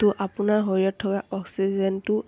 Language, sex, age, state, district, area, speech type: Assamese, female, 18-30, Assam, Dibrugarh, rural, spontaneous